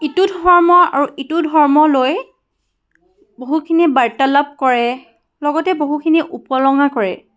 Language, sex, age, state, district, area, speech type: Assamese, female, 18-30, Assam, Charaideo, urban, spontaneous